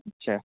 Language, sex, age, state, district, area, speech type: Urdu, male, 18-30, Uttar Pradesh, Siddharthnagar, rural, conversation